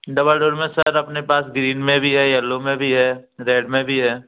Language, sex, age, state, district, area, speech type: Hindi, female, 18-30, Madhya Pradesh, Gwalior, urban, conversation